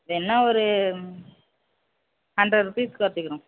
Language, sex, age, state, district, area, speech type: Tamil, male, 18-30, Tamil Nadu, Mayiladuthurai, urban, conversation